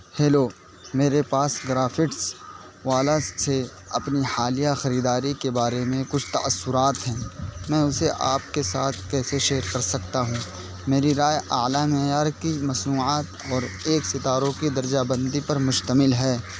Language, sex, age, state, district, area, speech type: Urdu, male, 18-30, Uttar Pradesh, Saharanpur, urban, read